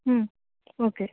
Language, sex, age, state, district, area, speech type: Kannada, female, 18-30, Karnataka, Mandya, rural, conversation